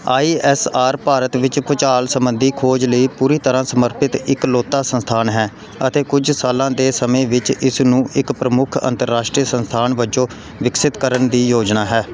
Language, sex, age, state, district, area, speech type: Punjabi, male, 30-45, Punjab, Pathankot, rural, read